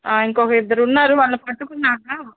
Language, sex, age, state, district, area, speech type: Telugu, female, 30-45, Andhra Pradesh, Bapatla, urban, conversation